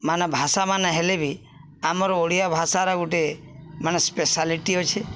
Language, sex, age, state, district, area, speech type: Odia, male, 45-60, Odisha, Balangir, urban, spontaneous